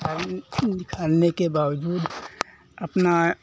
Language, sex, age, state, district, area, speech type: Hindi, male, 45-60, Uttar Pradesh, Hardoi, rural, spontaneous